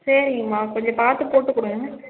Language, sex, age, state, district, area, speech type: Tamil, female, 18-30, Tamil Nadu, Namakkal, urban, conversation